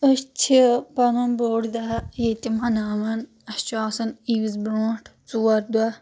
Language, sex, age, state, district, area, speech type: Kashmiri, female, 18-30, Jammu and Kashmir, Anantnag, rural, spontaneous